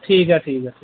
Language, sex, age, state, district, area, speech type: Dogri, male, 30-45, Jammu and Kashmir, Udhampur, urban, conversation